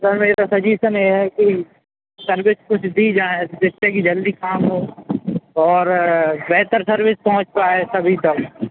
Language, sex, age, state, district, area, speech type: Hindi, male, 18-30, Madhya Pradesh, Hoshangabad, urban, conversation